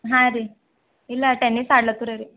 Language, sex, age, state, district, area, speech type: Kannada, female, 18-30, Karnataka, Bidar, urban, conversation